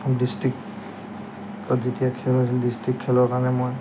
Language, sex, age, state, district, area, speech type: Assamese, male, 18-30, Assam, Lakhimpur, urban, spontaneous